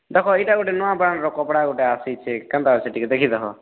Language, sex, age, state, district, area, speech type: Odia, male, 30-45, Odisha, Kalahandi, rural, conversation